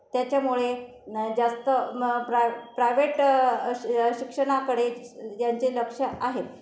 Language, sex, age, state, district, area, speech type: Marathi, female, 45-60, Maharashtra, Buldhana, rural, spontaneous